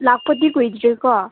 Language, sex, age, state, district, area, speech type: Manipuri, female, 18-30, Manipur, Chandel, rural, conversation